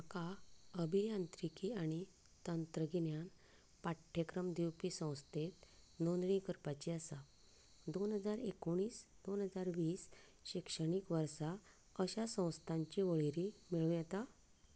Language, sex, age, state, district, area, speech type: Goan Konkani, female, 45-60, Goa, Canacona, rural, read